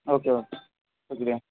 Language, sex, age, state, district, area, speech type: Urdu, male, 18-30, Delhi, East Delhi, urban, conversation